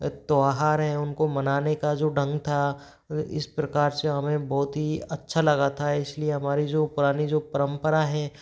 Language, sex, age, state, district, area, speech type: Hindi, male, 30-45, Rajasthan, Jaipur, urban, spontaneous